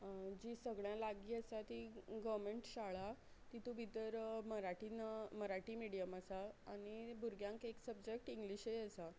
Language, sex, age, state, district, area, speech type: Goan Konkani, female, 30-45, Goa, Quepem, rural, spontaneous